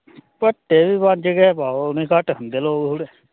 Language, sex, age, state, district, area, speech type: Dogri, male, 18-30, Jammu and Kashmir, Udhampur, rural, conversation